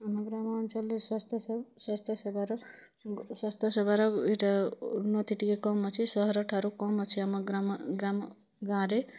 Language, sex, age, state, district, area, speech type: Odia, female, 30-45, Odisha, Kalahandi, rural, spontaneous